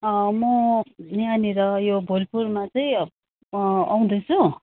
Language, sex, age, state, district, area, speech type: Nepali, male, 45-60, West Bengal, Kalimpong, rural, conversation